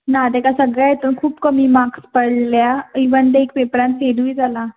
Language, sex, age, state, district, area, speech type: Goan Konkani, female, 18-30, Goa, Tiswadi, rural, conversation